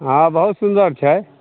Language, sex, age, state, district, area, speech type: Maithili, male, 45-60, Bihar, Samastipur, urban, conversation